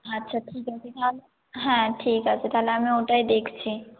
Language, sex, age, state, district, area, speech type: Bengali, female, 18-30, West Bengal, North 24 Parganas, rural, conversation